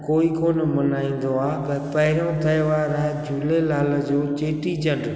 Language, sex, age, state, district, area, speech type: Sindhi, male, 45-60, Gujarat, Junagadh, rural, spontaneous